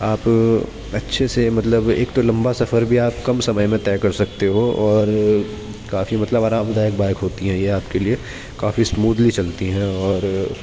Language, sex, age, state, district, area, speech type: Urdu, male, 18-30, Delhi, East Delhi, urban, spontaneous